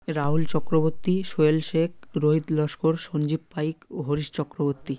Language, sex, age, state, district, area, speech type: Bengali, male, 18-30, West Bengal, South 24 Parganas, rural, spontaneous